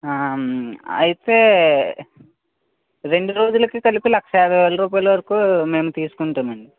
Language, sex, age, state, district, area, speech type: Telugu, male, 18-30, Andhra Pradesh, West Godavari, rural, conversation